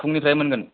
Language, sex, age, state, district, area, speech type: Bodo, male, 18-30, Assam, Kokrajhar, urban, conversation